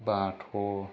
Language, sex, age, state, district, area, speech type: Bodo, male, 30-45, Assam, Kokrajhar, rural, spontaneous